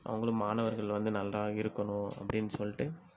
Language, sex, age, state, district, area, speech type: Tamil, male, 18-30, Tamil Nadu, Cuddalore, urban, spontaneous